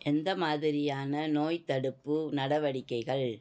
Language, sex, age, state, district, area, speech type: Tamil, female, 60+, Tamil Nadu, Madurai, urban, read